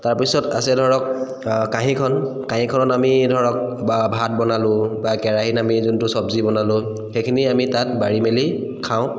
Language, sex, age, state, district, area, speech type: Assamese, male, 30-45, Assam, Charaideo, urban, spontaneous